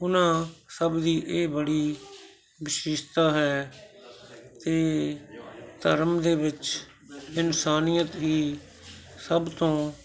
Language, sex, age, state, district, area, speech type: Punjabi, male, 60+, Punjab, Shaheed Bhagat Singh Nagar, urban, spontaneous